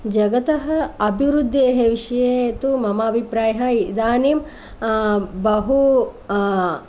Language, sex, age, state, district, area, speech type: Sanskrit, female, 45-60, Andhra Pradesh, Guntur, urban, spontaneous